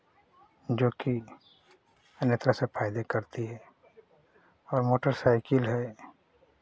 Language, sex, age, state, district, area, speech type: Hindi, male, 30-45, Uttar Pradesh, Chandauli, rural, spontaneous